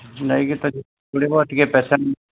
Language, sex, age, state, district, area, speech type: Odia, male, 45-60, Odisha, Sambalpur, rural, conversation